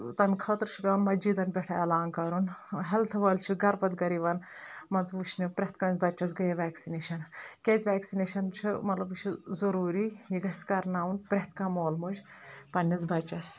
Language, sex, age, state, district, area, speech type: Kashmiri, female, 30-45, Jammu and Kashmir, Anantnag, rural, spontaneous